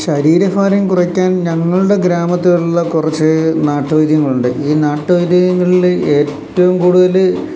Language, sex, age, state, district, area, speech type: Malayalam, male, 45-60, Kerala, Palakkad, rural, spontaneous